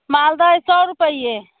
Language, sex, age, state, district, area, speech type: Maithili, female, 45-60, Bihar, Muzaffarpur, urban, conversation